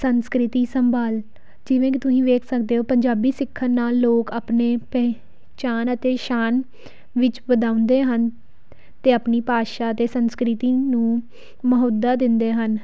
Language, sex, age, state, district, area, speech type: Punjabi, female, 18-30, Punjab, Pathankot, urban, spontaneous